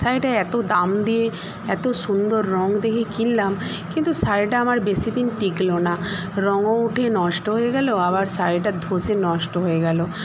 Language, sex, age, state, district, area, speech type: Bengali, female, 60+, West Bengal, Paschim Medinipur, rural, spontaneous